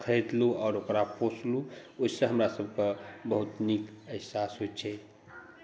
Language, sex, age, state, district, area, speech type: Maithili, male, 30-45, Bihar, Saharsa, urban, spontaneous